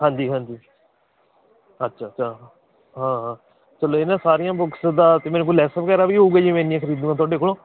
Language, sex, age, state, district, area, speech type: Punjabi, male, 30-45, Punjab, Barnala, rural, conversation